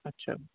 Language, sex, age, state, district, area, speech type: Urdu, male, 18-30, Uttar Pradesh, Rampur, urban, conversation